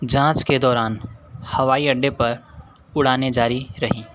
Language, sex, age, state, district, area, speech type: Hindi, male, 45-60, Uttar Pradesh, Sonbhadra, rural, read